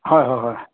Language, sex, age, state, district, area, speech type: Assamese, male, 60+, Assam, Majuli, urban, conversation